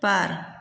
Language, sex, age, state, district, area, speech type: Bodo, female, 45-60, Assam, Chirang, rural, read